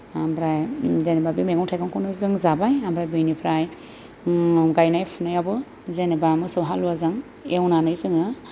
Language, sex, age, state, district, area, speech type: Bodo, female, 30-45, Assam, Kokrajhar, rural, spontaneous